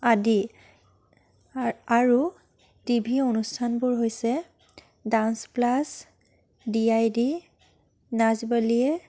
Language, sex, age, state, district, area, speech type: Assamese, female, 18-30, Assam, Biswanath, rural, spontaneous